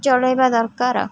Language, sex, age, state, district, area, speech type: Odia, female, 30-45, Odisha, Kendrapara, urban, spontaneous